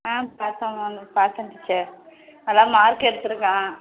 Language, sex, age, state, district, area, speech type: Tamil, female, 18-30, Tamil Nadu, Thanjavur, urban, conversation